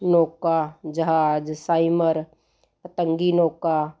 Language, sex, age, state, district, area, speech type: Punjabi, female, 45-60, Punjab, Ludhiana, urban, spontaneous